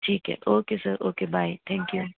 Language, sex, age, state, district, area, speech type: Punjabi, female, 30-45, Punjab, Mohali, urban, conversation